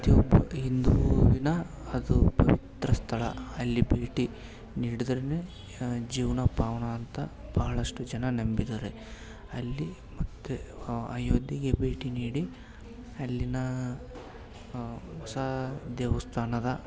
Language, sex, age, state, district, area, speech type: Kannada, male, 18-30, Karnataka, Gadag, rural, spontaneous